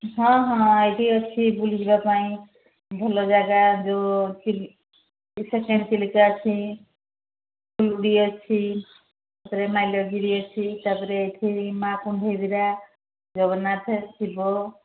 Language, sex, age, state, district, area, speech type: Odia, female, 60+, Odisha, Angul, rural, conversation